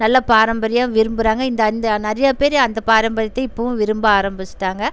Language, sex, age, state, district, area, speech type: Tamil, female, 30-45, Tamil Nadu, Erode, rural, spontaneous